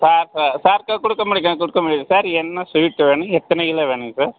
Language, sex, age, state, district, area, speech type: Tamil, male, 60+, Tamil Nadu, Tiruchirappalli, rural, conversation